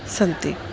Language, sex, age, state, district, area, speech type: Sanskrit, female, 45-60, Maharashtra, Nagpur, urban, spontaneous